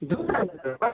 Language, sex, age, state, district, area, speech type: Nepali, male, 30-45, West Bengal, Jalpaiguri, urban, conversation